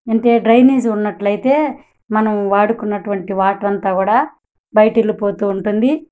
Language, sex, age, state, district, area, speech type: Telugu, female, 30-45, Andhra Pradesh, Kadapa, urban, spontaneous